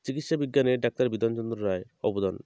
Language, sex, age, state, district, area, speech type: Bengali, male, 30-45, West Bengal, North 24 Parganas, rural, spontaneous